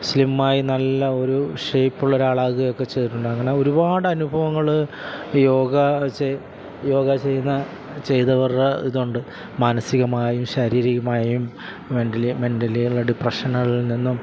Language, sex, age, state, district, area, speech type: Malayalam, male, 30-45, Kerala, Alappuzha, urban, spontaneous